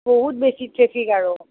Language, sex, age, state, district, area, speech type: Assamese, female, 45-60, Assam, Nagaon, rural, conversation